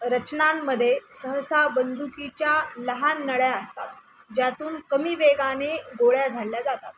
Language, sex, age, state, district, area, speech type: Marathi, female, 30-45, Maharashtra, Nanded, rural, read